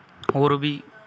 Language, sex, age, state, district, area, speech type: Punjabi, male, 30-45, Punjab, Bathinda, rural, spontaneous